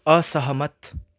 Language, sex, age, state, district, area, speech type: Nepali, male, 18-30, West Bengal, Darjeeling, rural, read